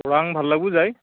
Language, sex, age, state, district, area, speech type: Assamese, male, 18-30, Assam, Darrang, rural, conversation